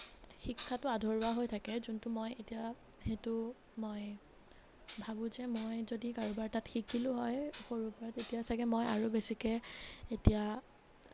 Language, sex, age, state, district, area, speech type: Assamese, female, 18-30, Assam, Nagaon, rural, spontaneous